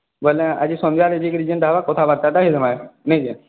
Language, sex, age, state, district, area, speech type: Odia, male, 18-30, Odisha, Nuapada, urban, conversation